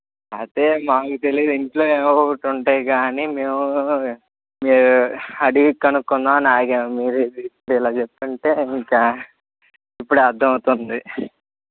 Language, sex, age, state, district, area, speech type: Telugu, male, 18-30, Andhra Pradesh, Eluru, urban, conversation